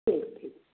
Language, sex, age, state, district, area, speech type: Maithili, male, 60+, Bihar, Samastipur, rural, conversation